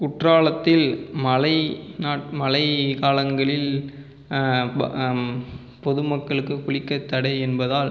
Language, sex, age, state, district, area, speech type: Tamil, male, 30-45, Tamil Nadu, Pudukkottai, rural, spontaneous